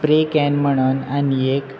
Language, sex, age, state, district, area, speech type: Goan Konkani, male, 18-30, Goa, Quepem, rural, spontaneous